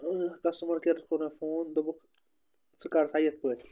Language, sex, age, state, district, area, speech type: Kashmiri, male, 30-45, Jammu and Kashmir, Bandipora, rural, spontaneous